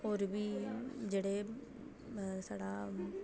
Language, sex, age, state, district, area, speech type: Dogri, female, 18-30, Jammu and Kashmir, Reasi, rural, spontaneous